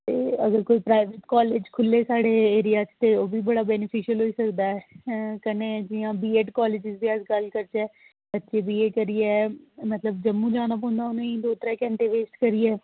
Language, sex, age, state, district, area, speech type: Dogri, female, 30-45, Jammu and Kashmir, Jammu, urban, conversation